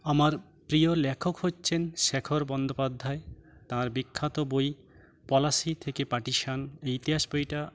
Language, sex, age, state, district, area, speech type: Bengali, male, 45-60, West Bengal, Jhargram, rural, spontaneous